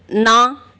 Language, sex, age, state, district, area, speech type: Punjabi, female, 45-60, Punjab, Tarn Taran, urban, read